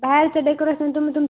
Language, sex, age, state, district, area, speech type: Marathi, female, 18-30, Maharashtra, Hingoli, urban, conversation